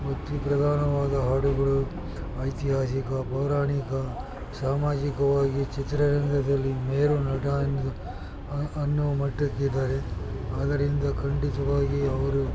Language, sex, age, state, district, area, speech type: Kannada, male, 60+, Karnataka, Mysore, rural, spontaneous